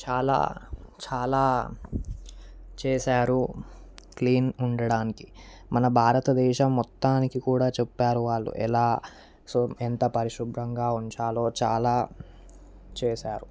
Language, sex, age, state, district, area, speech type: Telugu, male, 18-30, Telangana, Vikarabad, urban, spontaneous